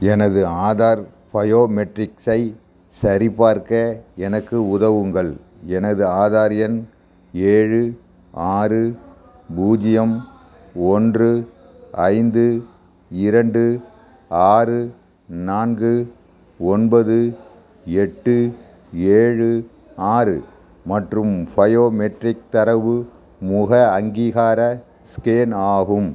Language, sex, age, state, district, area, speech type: Tamil, male, 60+, Tamil Nadu, Ariyalur, rural, read